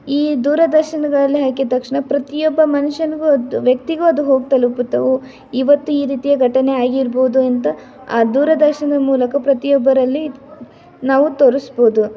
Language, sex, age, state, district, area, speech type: Kannada, female, 18-30, Karnataka, Tumkur, rural, spontaneous